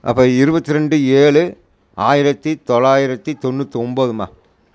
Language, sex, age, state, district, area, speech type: Tamil, male, 45-60, Tamil Nadu, Coimbatore, rural, spontaneous